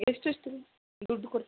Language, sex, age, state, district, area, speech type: Kannada, female, 18-30, Karnataka, Koppal, rural, conversation